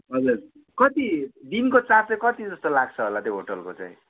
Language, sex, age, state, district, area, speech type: Nepali, male, 30-45, West Bengal, Darjeeling, rural, conversation